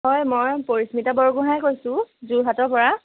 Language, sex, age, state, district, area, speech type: Assamese, female, 18-30, Assam, Jorhat, urban, conversation